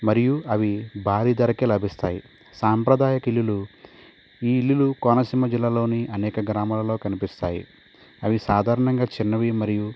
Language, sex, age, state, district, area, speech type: Telugu, male, 30-45, Andhra Pradesh, Konaseema, rural, spontaneous